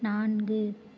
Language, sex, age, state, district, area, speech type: Tamil, female, 18-30, Tamil Nadu, Mayiladuthurai, urban, read